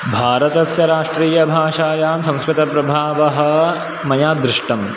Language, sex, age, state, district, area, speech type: Sanskrit, male, 18-30, Karnataka, Uttara Kannada, urban, spontaneous